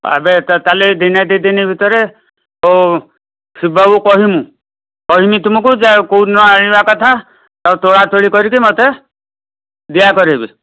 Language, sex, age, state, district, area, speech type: Odia, male, 60+, Odisha, Kendujhar, urban, conversation